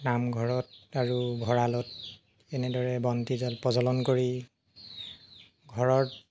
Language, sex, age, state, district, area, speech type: Assamese, male, 30-45, Assam, Jorhat, urban, spontaneous